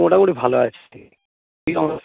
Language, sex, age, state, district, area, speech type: Bengali, male, 45-60, West Bengal, North 24 Parganas, urban, conversation